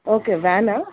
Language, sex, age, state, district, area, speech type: Telugu, female, 30-45, Andhra Pradesh, Bapatla, rural, conversation